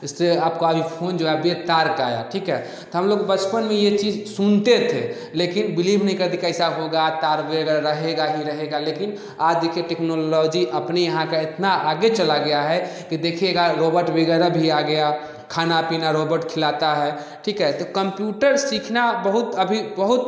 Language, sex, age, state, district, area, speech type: Hindi, male, 18-30, Bihar, Samastipur, rural, spontaneous